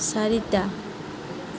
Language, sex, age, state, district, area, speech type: Assamese, female, 30-45, Assam, Nalbari, rural, read